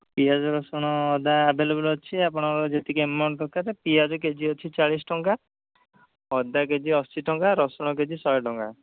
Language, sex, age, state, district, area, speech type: Odia, male, 30-45, Odisha, Dhenkanal, rural, conversation